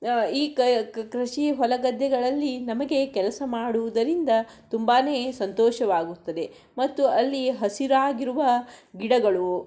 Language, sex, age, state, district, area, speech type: Kannada, female, 60+, Karnataka, Shimoga, rural, spontaneous